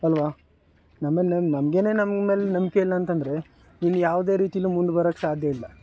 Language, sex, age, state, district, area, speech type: Kannada, male, 18-30, Karnataka, Chamarajanagar, rural, spontaneous